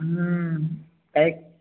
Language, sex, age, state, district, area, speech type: Marathi, male, 18-30, Maharashtra, Buldhana, urban, conversation